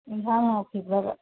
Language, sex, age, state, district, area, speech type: Manipuri, female, 45-60, Manipur, Churachandpur, urban, conversation